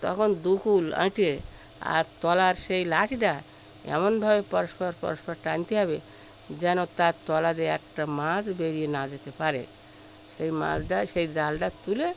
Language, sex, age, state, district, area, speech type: Bengali, female, 60+, West Bengal, Birbhum, urban, spontaneous